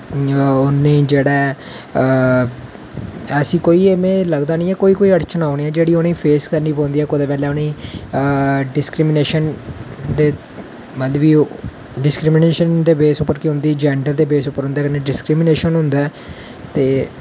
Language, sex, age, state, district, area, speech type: Dogri, male, 18-30, Jammu and Kashmir, Reasi, rural, spontaneous